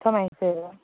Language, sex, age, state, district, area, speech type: Assamese, female, 18-30, Assam, Dhemaji, urban, conversation